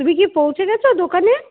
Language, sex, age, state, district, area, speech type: Bengali, female, 45-60, West Bengal, Paschim Bardhaman, urban, conversation